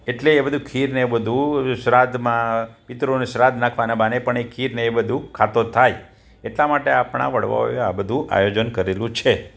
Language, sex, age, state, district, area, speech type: Gujarati, male, 60+, Gujarat, Rajkot, urban, spontaneous